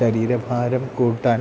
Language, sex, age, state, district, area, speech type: Malayalam, male, 45-60, Kerala, Thiruvananthapuram, rural, spontaneous